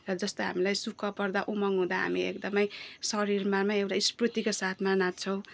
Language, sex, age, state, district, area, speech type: Nepali, female, 30-45, West Bengal, Jalpaiguri, urban, spontaneous